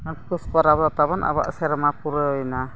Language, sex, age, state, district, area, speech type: Santali, female, 60+, Odisha, Mayurbhanj, rural, spontaneous